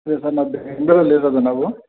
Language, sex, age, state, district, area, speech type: Kannada, male, 18-30, Karnataka, Chitradurga, urban, conversation